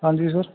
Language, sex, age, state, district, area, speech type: Punjabi, male, 30-45, Punjab, Fatehgarh Sahib, rural, conversation